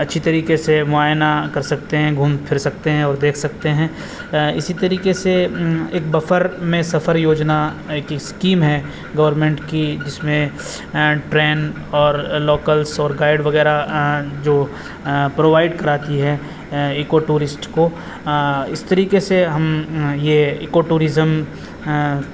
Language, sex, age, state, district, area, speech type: Urdu, male, 30-45, Uttar Pradesh, Aligarh, urban, spontaneous